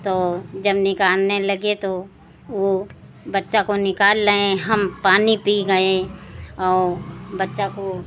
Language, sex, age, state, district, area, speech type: Hindi, female, 60+, Uttar Pradesh, Lucknow, rural, spontaneous